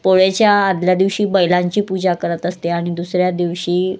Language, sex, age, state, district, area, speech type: Marathi, female, 30-45, Maharashtra, Wardha, rural, spontaneous